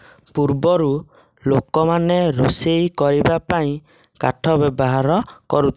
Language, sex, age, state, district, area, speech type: Odia, male, 18-30, Odisha, Nayagarh, rural, spontaneous